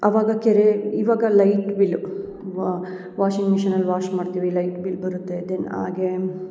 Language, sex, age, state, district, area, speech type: Kannada, female, 30-45, Karnataka, Hassan, urban, spontaneous